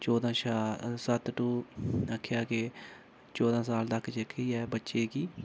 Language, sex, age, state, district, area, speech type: Dogri, male, 18-30, Jammu and Kashmir, Udhampur, rural, spontaneous